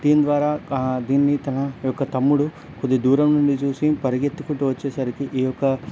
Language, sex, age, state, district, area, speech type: Telugu, male, 18-30, Telangana, Medchal, rural, spontaneous